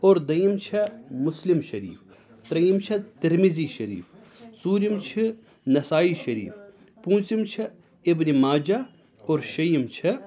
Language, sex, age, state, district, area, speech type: Kashmiri, male, 30-45, Jammu and Kashmir, Srinagar, urban, spontaneous